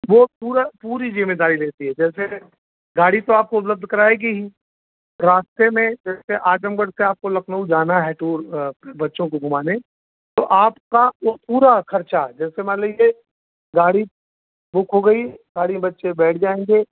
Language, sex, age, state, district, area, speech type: Hindi, male, 60+, Uttar Pradesh, Azamgarh, rural, conversation